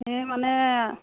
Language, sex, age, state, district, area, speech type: Assamese, female, 60+, Assam, Biswanath, rural, conversation